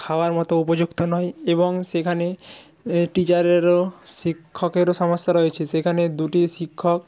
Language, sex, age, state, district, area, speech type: Bengali, male, 60+, West Bengal, Jhargram, rural, spontaneous